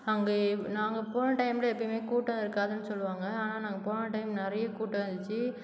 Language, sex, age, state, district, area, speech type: Tamil, female, 60+, Tamil Nadu, Cuddalore, rural, spontaneous